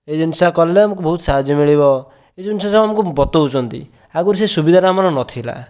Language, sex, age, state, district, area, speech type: Odia, male, 18-30, Odisha, Dhenkanal, rural, spontaneous